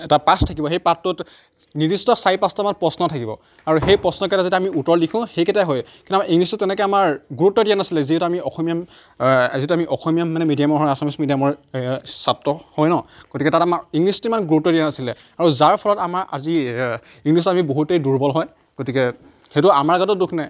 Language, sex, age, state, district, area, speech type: Assamese, male, 45-60, Assam, Darrang, rural, spontaneous